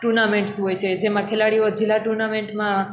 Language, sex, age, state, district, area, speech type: Gujarati, female, 18-30, Gujarat, Junagadh, rural, spontaneous